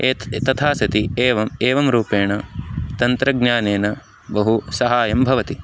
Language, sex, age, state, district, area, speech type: Sanskrit, male, 18-30, Tamil Nadu, Tiruvallur, rural, spontaneous